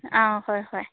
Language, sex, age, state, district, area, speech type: Manipuri, female, 30-45, Manipur, Chandel, rural, conversation